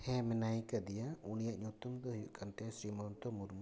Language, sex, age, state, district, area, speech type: Santali, male, 30-45, West Bengal, Paschim Bardhaman, urban, spontaneous